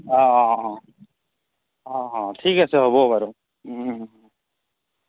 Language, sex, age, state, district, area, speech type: Assamese, male, 18-30, Assam, Barpeta, rural, conversation